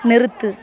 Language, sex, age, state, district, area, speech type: Tamil, female, 18-30, Tamil Nadu, Thoothukudi, rural, read